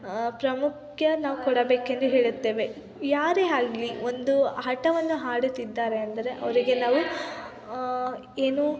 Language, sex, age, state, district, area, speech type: Kannada, female, 18-30, Karnataka, Chitradurga, urban, spontaneous